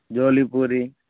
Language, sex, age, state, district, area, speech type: Telugu, male, 30-45, Andhra Pradesh, Bapatla, rural, conversation